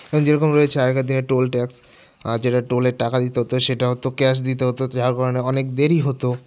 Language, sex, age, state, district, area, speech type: Bengali, male, 18-30, West Bengal, Jalpaiguri, rural, spontaneous